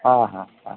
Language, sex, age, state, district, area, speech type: Bengali, male, 45-60, West Bengal, Alipurduar, rural, conversation